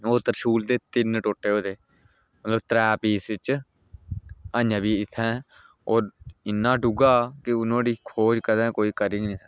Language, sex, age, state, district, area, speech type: Dogri, male, 30-45, Jammu and Kashmir, Udhampur, rural, spontaneous